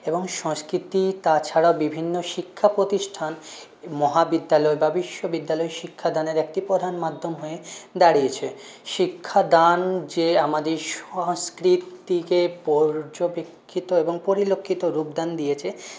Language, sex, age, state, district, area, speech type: Bengali, male, 30-45, West Bengal, Purulia, urban, spontaneous